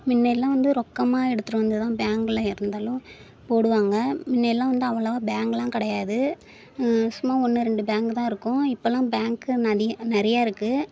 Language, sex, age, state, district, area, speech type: Tamil, female, 18-30, Tamil Nadu, Thanjavur, rural, spontaneous